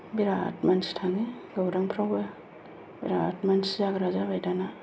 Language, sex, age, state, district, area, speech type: Bodo, female, 45-60, Assam, Kokrajhar, urban, spontaneous